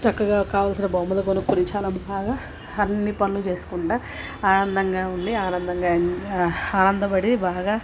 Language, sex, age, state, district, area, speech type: Telugu, female, 30-45, Telangana, Peddapalli, rural, spontaneous